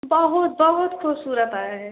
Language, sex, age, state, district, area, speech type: Hindi, female, 30-45, Uttar Pradesh, Prayagraj, rural, conversation